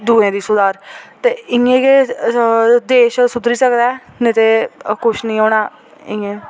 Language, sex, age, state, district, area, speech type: Dogri, female, 18-30, Jammu and Kashmir, Jammu, rural, spontaneous